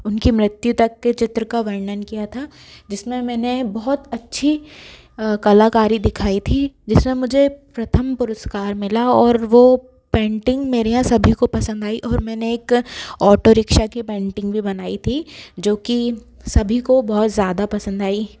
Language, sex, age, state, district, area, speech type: Hindi, female, 30-45, Madhya Pradesh, Bhopal, urban, spontaneous